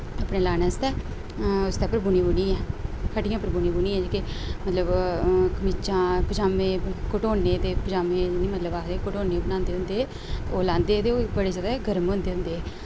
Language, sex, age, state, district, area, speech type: Dogri, female, 30-45, Jammu and Kashmir, Udhampur, urban, spontaneous